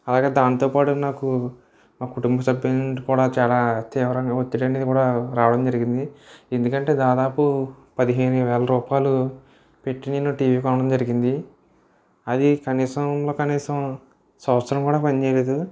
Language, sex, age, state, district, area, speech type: Telugu, male, 18-30, Andhra Pradesh, Eluru, rural, spontaneous